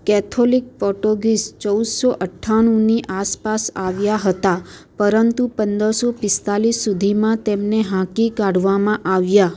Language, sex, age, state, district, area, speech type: Gujarati, female, 30-45, Gujarat, Ahmedabad, urban, read